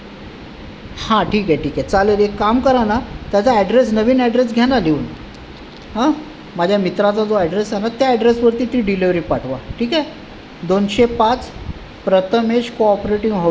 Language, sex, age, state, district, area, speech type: Marathi, male, 45-60, Maharashtra, Raigad, urban, spontaneous